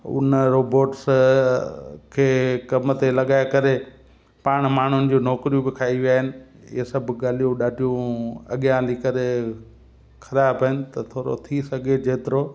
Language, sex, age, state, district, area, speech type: Sindhi, male, 45-60, Gujarat, Kutch, rural, spontaneous